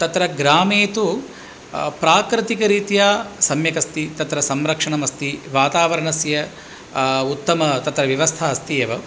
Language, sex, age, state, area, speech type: Sanskrit, male, 45-60, Tamil Nadu, rural, spontaneous